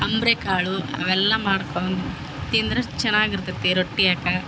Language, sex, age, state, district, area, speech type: Kannada, female, 30-45, Karnataka, Vijayanagara, rural, spontaneous